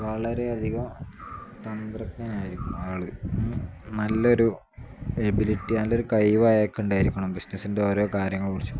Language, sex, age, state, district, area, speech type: Malayalam, male, 18-30, Kerala, Malappuram, rural, spontaneous